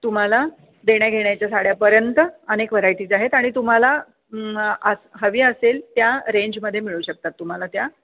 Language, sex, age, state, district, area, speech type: Marathi, female, 60+, Maharashtra, Pune, urban, conversation